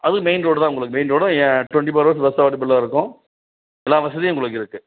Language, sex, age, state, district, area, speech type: Tamil, male, 45-60, Tamil Nadu, Dharmapuri, urban, conversation